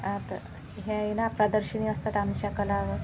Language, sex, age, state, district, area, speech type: Marathi, female, 45-60, Maharashtra, Washim, rural, spontaneous